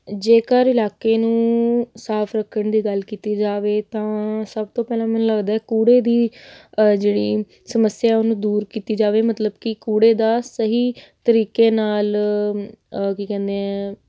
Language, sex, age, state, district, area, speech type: Punjabi, female, 18-30, Punjab, Patiala, urban, spontaneous